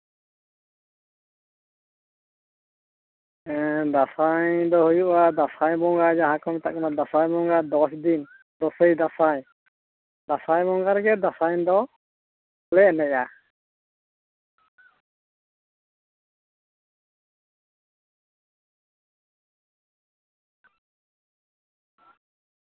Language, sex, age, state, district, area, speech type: Santali, male, 60+, West Bengal, Purulia, rural, conversation